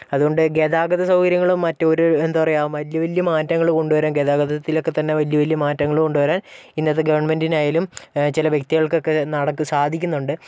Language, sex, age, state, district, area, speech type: Malayalam, male, 18-30, Kerala, Wayanad, rural, spontaneous